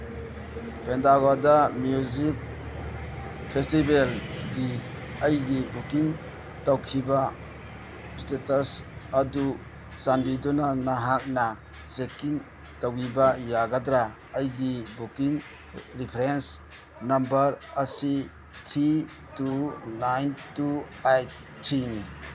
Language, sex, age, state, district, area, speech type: Manipuri, male, 60+, Manipur, Kangpokpi, urban, read